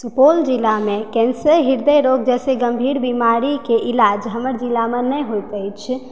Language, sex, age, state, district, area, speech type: Maithili, female, 18-30, Bihar, Supaul, rural, spontaneous